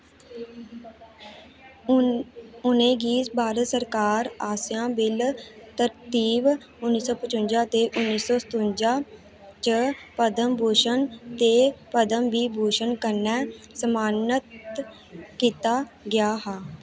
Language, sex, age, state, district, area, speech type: Dogri, female, 18-30, Jammu and Kashmir, Kathua, rural, read